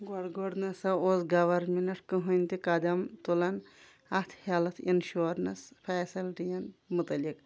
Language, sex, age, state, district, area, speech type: Kashmiri, female, 30-45, Jammu and Kashmir, Kulgam, rural, spontaneous